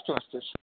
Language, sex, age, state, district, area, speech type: Sanskrit, male, 18-30, Delhi, East Delhi, urban, conversation